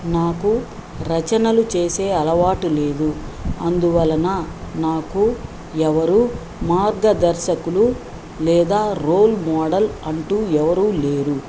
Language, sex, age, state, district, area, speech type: Telugu, female, 60+, Andhra Pradesh, Nellore, urban, spontaneous